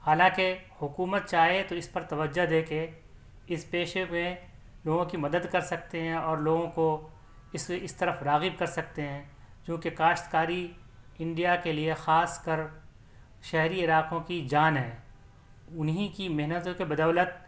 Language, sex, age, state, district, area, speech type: Urdu, male, 30-45, Delhi, South Delhi, urban, spontaneous